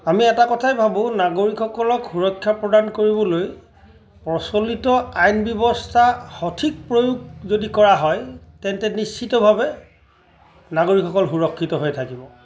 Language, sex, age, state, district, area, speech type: Assamese, male, 45-60, Assam, Charaideo, urban, spontaneous